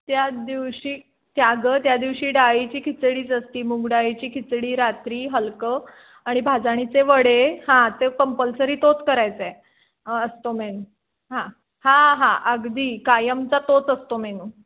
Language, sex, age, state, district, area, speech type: Marathi, female, 30-45, Maharashtra, Kolhapur, urban, conversation